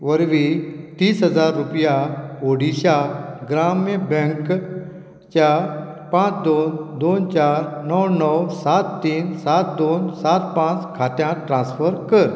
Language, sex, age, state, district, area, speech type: Goan Konkani, female, 60+, Goa, Canacona, rural, read